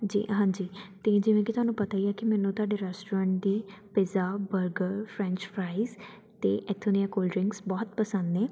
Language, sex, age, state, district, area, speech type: Punjabi, female, 18-30, Punjab, Tarn Taran, urban, spontaneous